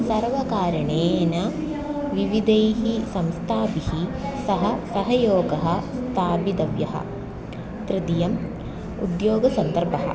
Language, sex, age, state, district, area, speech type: Sanskrit, female, 18-30, Kerala, Thrissur, urban, spontaneous